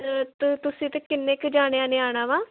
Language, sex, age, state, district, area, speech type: Punjabi, female, 18-30, Punjab, Kapurthala, urban, conversation